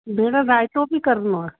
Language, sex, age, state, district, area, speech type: Sindhi, female, 30-45, Uttar Pradesh, Lucknow, urban, conversation